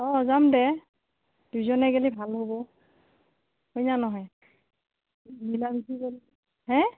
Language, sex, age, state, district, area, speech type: Assamese, female, 45-60, Assam, Goalpara, urban, conversation